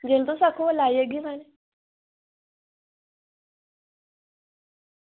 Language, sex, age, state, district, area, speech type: Dogri, female, 18-30, Jammu and Kashmir, Reasi, urban, conversation